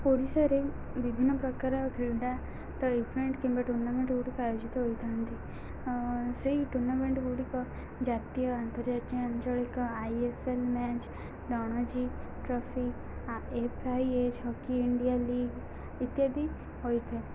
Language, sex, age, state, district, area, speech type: Odia, female, 18-30, Odisha, Sundergarh, urban, spontaneous